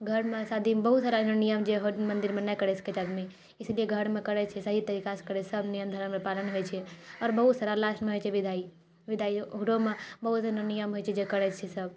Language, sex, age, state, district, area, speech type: Maithili, female, 18-30, Bihar, Purnia, rural, spontaneous